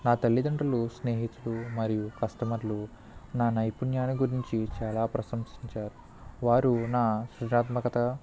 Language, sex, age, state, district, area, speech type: Telugu, male, 30-45, Andhra Pradesh, Eluru, rural, spontaneous